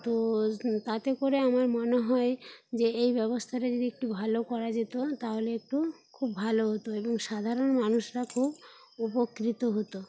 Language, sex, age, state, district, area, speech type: Bengali, female, 30-45, West Bengal, Paschim Medinipur, rural, spontaneous